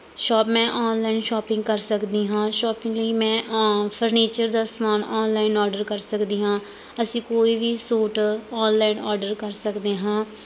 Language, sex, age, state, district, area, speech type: Punjabi, female, 18-30, Punjab, Bathinda, rural, spontaneous